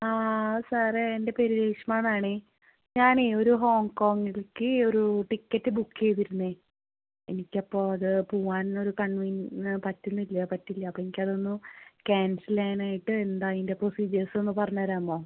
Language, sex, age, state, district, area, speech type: Malayalam, female, 30-45, Kerala, Palakkad, rural, conversation